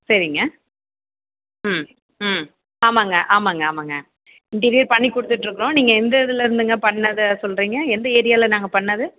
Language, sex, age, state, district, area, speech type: Tamil, female, 30-45, Tamil Nadu, Tiruppur, urban, conversation